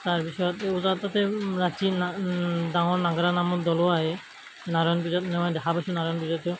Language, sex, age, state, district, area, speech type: Assamese, male, 18-30, Assam, Darrang, rural, spontaneous